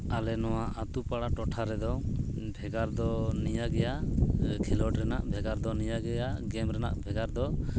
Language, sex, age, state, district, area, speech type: Santali, male, 30-45, West Bengal, Purulia, rural, spontaneous